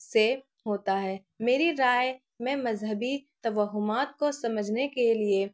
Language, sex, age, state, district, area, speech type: Urdu, female, 18-30, Bihar, Araria, rural, spontaneous